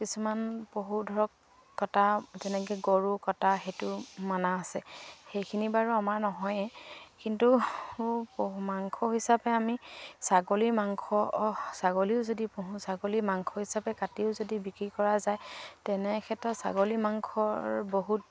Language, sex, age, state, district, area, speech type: Assamese, female, 45-60, Assam, Dibrugarh, rural, spontaneous